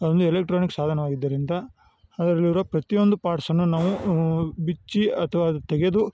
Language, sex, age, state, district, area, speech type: Kannada, male, 18-30, Karnataka, Chikkamagaluru, rural, spontaneous